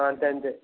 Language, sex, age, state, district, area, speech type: Telugu, male, 18-30, Telangana, Nalgonda, rural, conversation